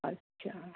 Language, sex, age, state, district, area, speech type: Marathi, female, 60+, Maharashtra, Ahmednagar, urban, conversation